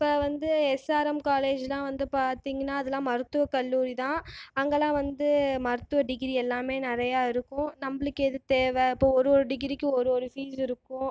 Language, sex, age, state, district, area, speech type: Tamil, female, 18-30, Tamil Nadu, Tiruchirappalli, rural, spontaneous